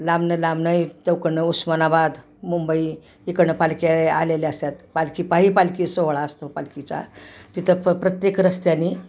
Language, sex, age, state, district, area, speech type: Marathi, female, 60+, Maharashtra, Osmanabad, rural, spontaneous